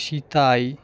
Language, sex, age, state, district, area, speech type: Bengali, male, 18-30, West Bengal, Alipurduar, rural, spontaneous